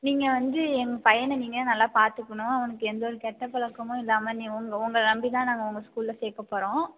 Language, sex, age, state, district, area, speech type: Tamil, female, 18-30, Tamil Nadu, Mayiladuthurai, urban, conversation